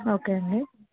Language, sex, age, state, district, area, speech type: Telugu, female, 18-30, Andhra Pradesh, N T Rama Rao, urban, conversation